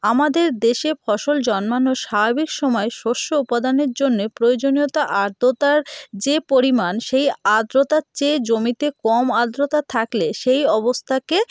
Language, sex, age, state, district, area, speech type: Bengali, female, 18-30, West Bengal, North 24 Parganas, rural, spontaneous